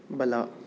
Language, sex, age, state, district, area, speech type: Kannada, male, 18-30, Karnataka, Davanagere, urban, read